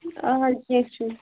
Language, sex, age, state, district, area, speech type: Kashmiri, female, 18-30, Jammu and Kashmir, Pulwama, rural, conversation